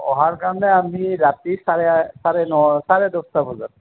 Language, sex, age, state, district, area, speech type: Assamese, male, 60+, Assam, Goalpara, urban, conversation